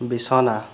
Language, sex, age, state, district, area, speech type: Assamese, male, 18-30, Assam, Lakhimpur, rural, read